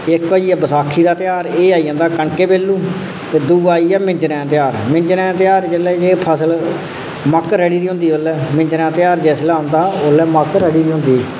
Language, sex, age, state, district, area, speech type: Dogri, male, 30-45, Jammu and Kashmir, Reasi, rural, spontaneous